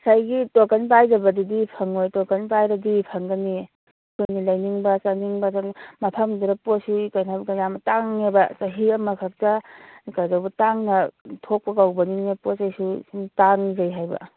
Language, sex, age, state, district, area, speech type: Manipuri, female, 45-60, Manipur, Churachandpur, urban, conversation